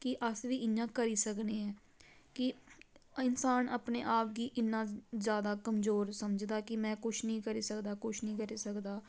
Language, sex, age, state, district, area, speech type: Dogri, female, 18-30, Jammu and Kashmir, Samba, rural, spontaneous